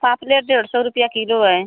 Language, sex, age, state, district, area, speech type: Hindi, female, 45-60, Uttar Pradesh, Mau, rural, conversation